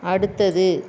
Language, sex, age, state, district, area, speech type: Tamil, female, 18-30, Tamil Nadu, Thanjavur, rural, read